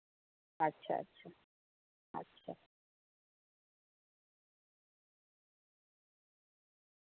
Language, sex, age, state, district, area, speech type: Santali, female, 45-60, West Bengal, Paschim Bardhaman, urban, conversation